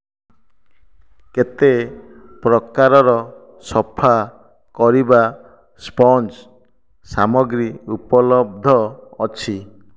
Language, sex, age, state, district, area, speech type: Odia, male, 45-60, Odisha, Nayagarh, rural, read